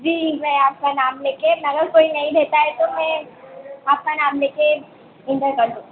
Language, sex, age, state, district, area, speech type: Hindi, female, 18-30, Madhya Pradesh, Harda, urban, conversation